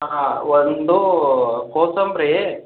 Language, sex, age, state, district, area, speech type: Kannada, male, 18-30, Karnataka, Chitradurga, urban, conversation